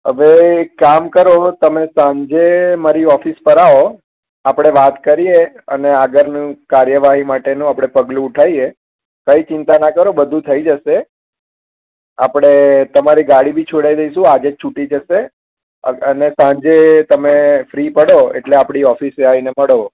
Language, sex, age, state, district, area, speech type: Gujarati, male, 18-30, Gujarat, Anand, urban, conversation